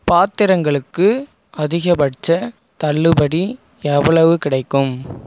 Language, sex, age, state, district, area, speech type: Tamil, male, 30-45, Tamil Nadu, Mayiladuthurai, rural, read